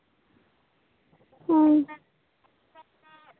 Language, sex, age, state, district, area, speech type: Santali, female, 18-30, West Bengal, Bankura, rural, conversation